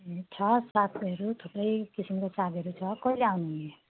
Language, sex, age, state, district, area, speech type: Nepali, female, 45-60, West Bengal, Jalpaiguri, rural, conversation